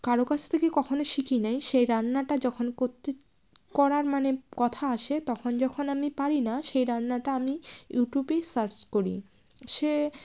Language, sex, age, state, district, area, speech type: Bengali, female, 45-60, West Bengal, Jalpaiguri, rural, spontaneous